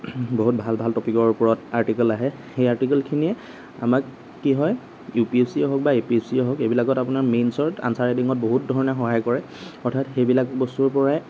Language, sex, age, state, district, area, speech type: Assamese, male, 45-60, Assam, Morigaon, rural, spontaneous